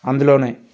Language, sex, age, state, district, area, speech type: Telugu, male, 45-60, Telangana, Peddapalli, rural, spontaneous